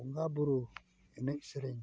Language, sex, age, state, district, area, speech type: Santali, male, 60+, Odisha, Mayurbhanj, rural, spontaneous